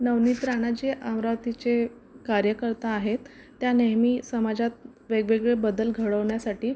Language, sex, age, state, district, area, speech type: Marathi, female, 45-60, Maharashtra, Amravati, urban, spontaneous